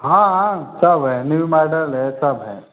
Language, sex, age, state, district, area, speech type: Hindi, male, 30-45, Uttar Pradesh, Ghazipur, rural, conversation